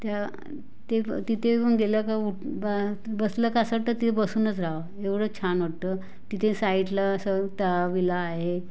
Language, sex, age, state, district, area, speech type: Marathi, female, 45-60, Maharashtra, Raigad, rural, spontaneous